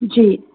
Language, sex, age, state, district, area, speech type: Hindi, female, 18-30, Madhya Pradesh, Hoshangabad, urban, conversation